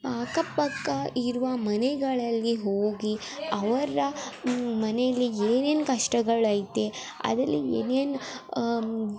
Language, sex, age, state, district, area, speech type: Kannada, female, 18-30, Karnataka, Chamarajanagar, rural, spontaneous